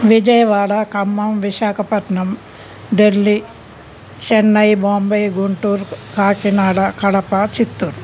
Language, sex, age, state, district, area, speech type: Telugu, female, 60+, Telangana, Hyderabad, urban, spontaneous